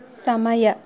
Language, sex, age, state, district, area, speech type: Kannada, female, 18-30, Karnataka, Bangalore Rural, rural, read